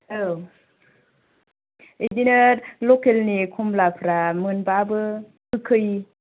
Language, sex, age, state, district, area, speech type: Bodo, female, 30-45, Assam, Kokrajhar, rural, conversation